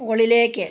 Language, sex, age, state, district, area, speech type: Malayalam, female, 60+, Kerala, Kottayam, rural, read